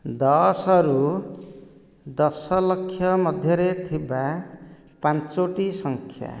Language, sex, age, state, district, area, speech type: Odia, male, 45-60, Odisha, Nayagarh, rural, spontaneous